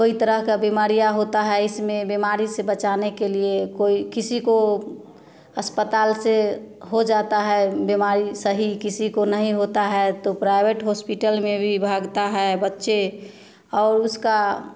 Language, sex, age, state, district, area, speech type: Hindi, female, 30-45, Bihar, Samastipur, rural, spontaneous